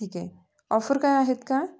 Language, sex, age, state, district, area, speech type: Marathi, female, 30-45, Maharashtra, Sangli, rural, spontaneous